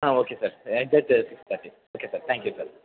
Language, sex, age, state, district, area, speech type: Kannada, male, 18-30, Karnataka, Dharwad, urban, conversation